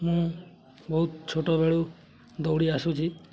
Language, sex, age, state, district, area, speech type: Odia, male, 18-30, Odisha, Mayurbhanj, rural, spontaneous